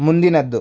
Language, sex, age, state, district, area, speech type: Kannada, male, 18-30, Karnataka, Shimoga, rural, read